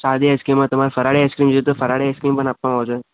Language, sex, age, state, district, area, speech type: Gujarati, male, 18-30, Gujarat, Kheda, rural, conversation